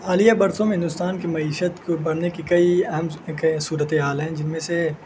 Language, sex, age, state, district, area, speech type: Urdu, male, 18-30, Uttar Pradesh, Azamgarh, rural, spontaneous